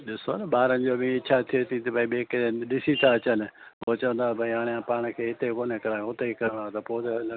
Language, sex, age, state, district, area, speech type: Sindhi, male, 60+, Gujarat, Junagadh, rural, conversation